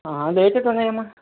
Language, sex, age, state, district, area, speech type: Telugu, male, 45-60, Andhra Pradesh, Vizianagaram, rural, conversation